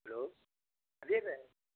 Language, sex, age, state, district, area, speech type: Kannada, male, 60+, Karnataka, Bidar, rural, conversation